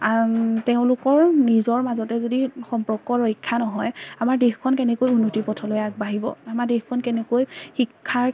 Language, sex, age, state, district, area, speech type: Assamese, female, 18-30, Assam, Majuli, urban, spontaneous